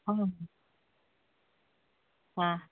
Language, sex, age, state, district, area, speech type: Odia, male, 18-30, Odisha, Bhadrak, rural, conversation